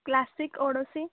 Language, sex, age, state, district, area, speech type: Odia, female, 18-30, Odisha, Balasore, rural, conversation